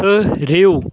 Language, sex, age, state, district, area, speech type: Kashmiri, male, 30-45, Jammu and Kashmir, Kulgam, rural, read